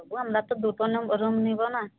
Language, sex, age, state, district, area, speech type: Bengali, female, 45-60, West Bengal, Jhargram, rural, conversation